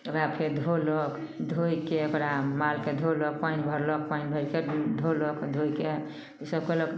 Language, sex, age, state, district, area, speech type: Maithili, female, 45-60, Bihar, Samastipur, rural, spontaneous